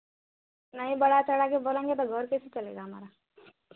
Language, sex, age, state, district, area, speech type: Hindi, female, 18-30, Uttar Pradesh, Chandauli, rural, conversation